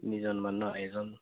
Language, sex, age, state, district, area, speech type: Assamese, male, 18-30, Assam, Goalpara, urban, conversation